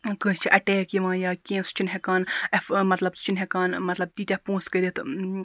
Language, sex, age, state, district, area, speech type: Kashmiri, female, 30-45, Jammu and Kashmir, Baramulla, rural, spontaneous